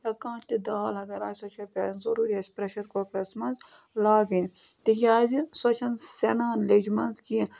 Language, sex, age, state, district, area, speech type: Kashmiri, female, 30-45, Jammu and Kashmir, Budgam, rural, spontaneous